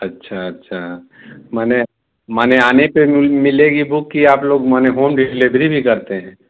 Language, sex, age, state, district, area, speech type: Hindi, male, 45-60, Uttar Pradesh, Mau, urban, conversation